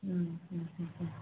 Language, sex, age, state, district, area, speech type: Malayalam, female, 45-60, Kerala, Idukki, rural, conversation